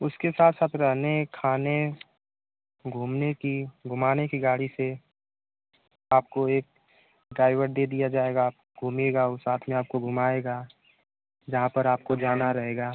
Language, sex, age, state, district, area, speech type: Hindi, male, 30-45, Uttar Pradesh, Mau, rural, conversation